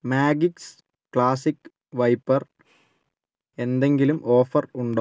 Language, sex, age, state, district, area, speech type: Malayalam, male, 45-60, Kerala, Wayanad, rural, read